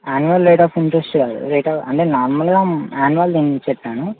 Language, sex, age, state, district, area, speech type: Telugu, male, 18-30, Telangana, Mancherial, urban, conversation